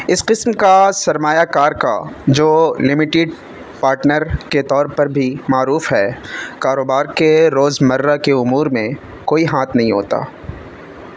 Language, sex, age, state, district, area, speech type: Urdu, male, 18-30, Delhi, North West Delhi, urban, read